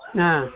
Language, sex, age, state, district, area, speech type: Kannada, male, 60+, Karnataka, Shimoga, rural, conversation